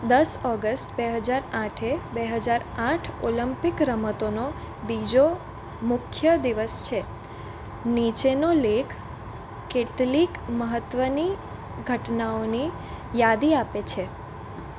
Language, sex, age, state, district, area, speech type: Gujarati, female, 18-30, Gujarat, Surat, urban, read